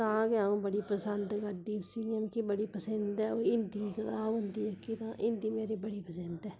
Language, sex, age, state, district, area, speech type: Dogri, female, 45-60, Jammu and Kashmir, Udhampur, rural, spontaneous